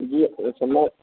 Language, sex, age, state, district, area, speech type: Urdu, male, 18-30, Telangana, Hyderabad, urban, conversation